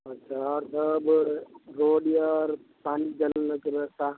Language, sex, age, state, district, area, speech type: Maithili, male, 18-30, Bihar, Supaul, urban, conversation